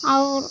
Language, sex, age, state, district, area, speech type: Hindi, female, 60+, Uttar Pradesh, Pratapgarh, rural, spontaneous